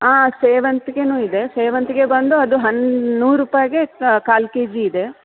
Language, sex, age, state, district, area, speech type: Kannada, female, 45-60, Karnataka, Bellary, urban, conversation